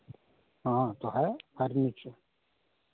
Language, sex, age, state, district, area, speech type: Hindi, male, 60+, Uttar Pradesh, Chandauli, rural, conversation